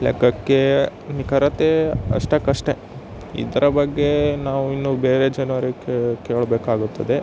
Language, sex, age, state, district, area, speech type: Kannada, male, 18-30, Karnataka, Yadgir, rural, spontaneous